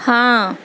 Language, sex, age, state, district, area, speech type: Urdu, female, 30-45, Telangana, Hyderabad, urban, read